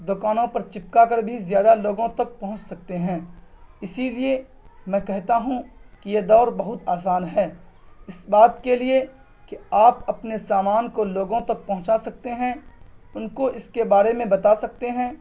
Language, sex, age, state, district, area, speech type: Urdu, male, 18-30, Bihar, Purnia, rural, spontaneous